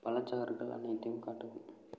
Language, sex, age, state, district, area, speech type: Tamil, male, 45-60, Tamil Nadu, Namakkal, rural, read